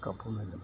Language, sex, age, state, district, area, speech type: Assamese, male, 60+, Assam, Golaghat, urban, spontaneous